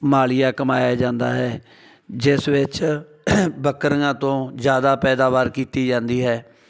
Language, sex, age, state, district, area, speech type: Punjabi, male, 45-60, Punjab, Bathinda, rural, spontaneous